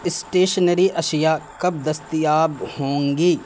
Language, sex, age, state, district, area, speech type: Urdu, male, 18-30, Bihar, Saharsa, rural, read